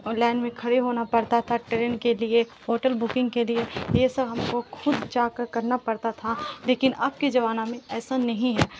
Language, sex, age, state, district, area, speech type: Urdu, female, 18-30, Bihar, Supaul, rural, spontaneous